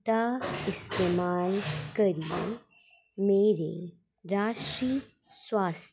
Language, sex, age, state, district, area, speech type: Dogri, female, 30-45, Jammu and Kashmir, Jammu, urban, read